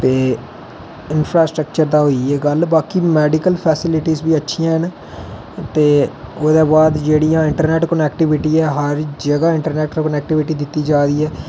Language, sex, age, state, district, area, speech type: Dogri, male, 18-30, Jammu and Kashmir, Reasi, rural, spontaneous